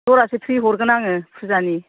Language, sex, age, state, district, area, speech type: Bodo, female, 60+, Assam, Kokrajhar, urban, conversation